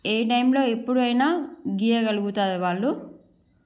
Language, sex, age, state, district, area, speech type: Telugu, female, 18-30, Andhra Pradesh, Srikakulam, urban, spontaneous